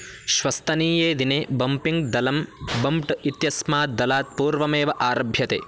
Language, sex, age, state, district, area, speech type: Sanskrit, male, 18-30, Karnataka, Bagalkot, rural, read